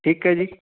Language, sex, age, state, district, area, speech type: Punjabi, female, 30-45, Punjab, Shaheed Bhagat Singh Nagar, rural, conversation